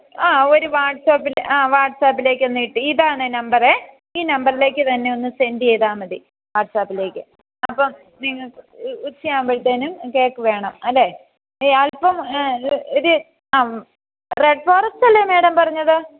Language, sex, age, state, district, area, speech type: Malayalam, female, 30-45, Kerala, Idukki, rural, conversation